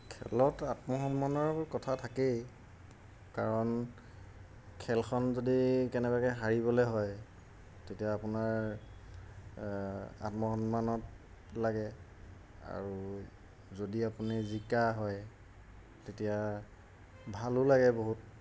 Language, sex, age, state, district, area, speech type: Assamese, male, 30-45, Assam, Golaghat, urban, spontaneous